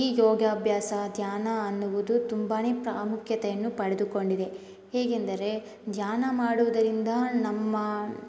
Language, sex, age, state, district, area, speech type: Kannada, female, 18-30, Karnataka, Chikkaballapur, rural, spontaneous